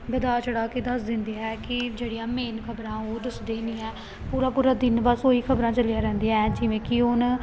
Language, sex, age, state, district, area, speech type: Punjabi, female, 18-30, Punjab, Gurdaspur, rural, spontaneous